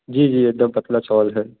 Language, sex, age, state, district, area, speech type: Hindi, male, 30-45, Uttar Pradesh, Bhadohi, rural, conversation